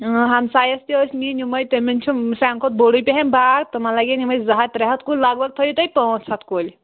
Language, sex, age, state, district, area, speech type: Kashmiri, female, 30-45, Jammu and Kashmir, Kulgam, rural, conversation